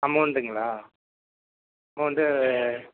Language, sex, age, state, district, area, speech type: Tamil, male, 30-45, Tamil Nadu, Salem, rural, conversation